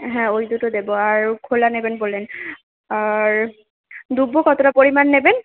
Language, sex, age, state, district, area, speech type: Bengali, female, 60+, West Bengal, Purba Bardhaman, urban, conversation